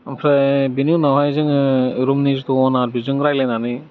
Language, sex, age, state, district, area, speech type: Bodo, male, 18-30, Assam, Udalguri, urban, spontaneous